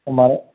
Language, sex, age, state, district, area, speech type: Dogri, male, 30-45, Jammu and Kashmir, Udhampur, rural, conversation